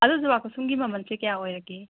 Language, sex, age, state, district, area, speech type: Manipuri, female, 30-45, Manipur, Imphal East, rural, conversation